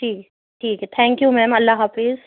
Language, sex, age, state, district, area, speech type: Urdu, female, 45-60, Uttar Pradesh, Rampur, urban, conversation